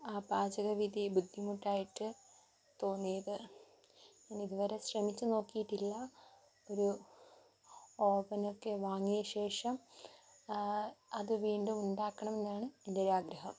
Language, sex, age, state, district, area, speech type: Malayalam, female, 18-30, Kerala, Wayanad, rural, spontaneous